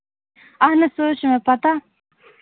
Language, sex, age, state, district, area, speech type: Kashmiri, female, 30-45, Jammu and Kashmir, Baramulla, rural, conversation